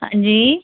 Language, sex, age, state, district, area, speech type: Punjabi, female, 18-30, Punjab, Amritsar, urban, conversation